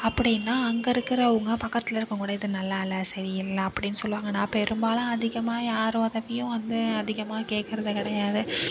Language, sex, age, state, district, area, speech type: Tamil, female, 30-45, Tamil Nadu, Nagapattinam, rural, spontaneous